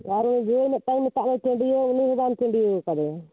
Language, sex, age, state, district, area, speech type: Santali, female, 30-45, West Bengal, Bankura, rural, conversation